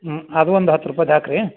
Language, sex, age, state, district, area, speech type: Kannada, male, 60+, Karnataka, Dharwad, rural, conversation